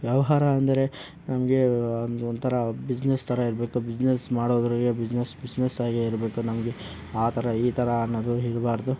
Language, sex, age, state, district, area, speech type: Kannada, male, 18-30, Karnataka, Kolar, rural, spontaneous